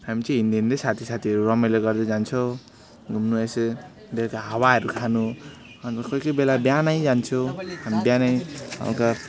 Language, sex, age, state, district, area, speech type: Nepali, male, 18-30, West Bengal, Alipurduar, urban, spontaneous